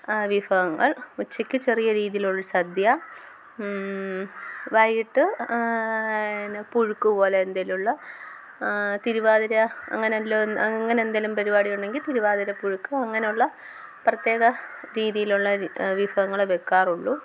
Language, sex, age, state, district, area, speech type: Malayalam, female, 18-30, Kerala, Kottayam, rural, spontaneous